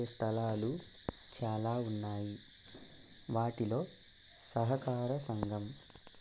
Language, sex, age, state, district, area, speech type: Telugu, male, 18-30, Andhra Pradesh, Eluru, urban, spontaneous